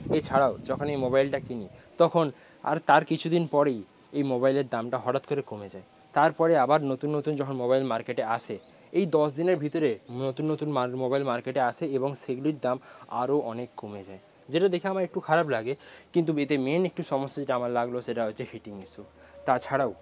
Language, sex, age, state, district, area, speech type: Bengali, male, 18-30, West Bengal, Paschim Medinipur, rural, spontaneous